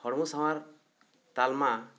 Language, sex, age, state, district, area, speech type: Santali, male, 30-45, West Bengal, Bankura, rural, spontaneous